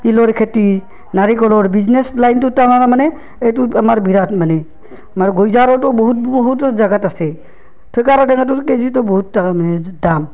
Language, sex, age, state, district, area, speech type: Assamese, female, 30-45, Assam, Barpeta, rural, spontaneous